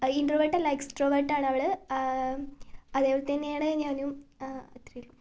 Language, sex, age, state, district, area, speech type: Malayalam, female, 18-30, Kerala, Wayanad, rural, spontaneous